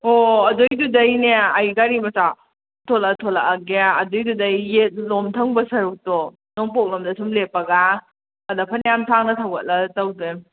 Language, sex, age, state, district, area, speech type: Manipuri, female, 18-30, Manipur, Kakching, rural, conversation